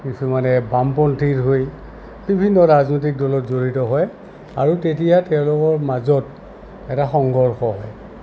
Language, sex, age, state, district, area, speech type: Assamese, male, 60+, Assam, Goalpara, urban, spontaneous